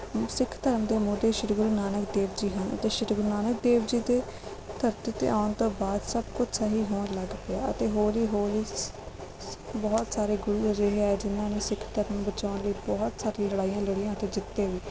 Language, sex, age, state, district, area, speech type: Punjabi, female, 18-30, Punjab, Rupnagar, rural, spontaneous